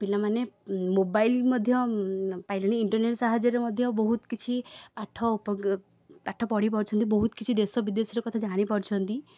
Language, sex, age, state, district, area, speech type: Odia, female, 18-30, Odisha, Puri, urban, spontaneous